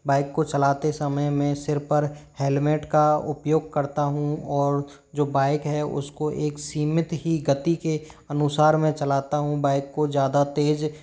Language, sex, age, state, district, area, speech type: Hindi, male, 45-60, Rajasthan, Karauli, rural, spontaneous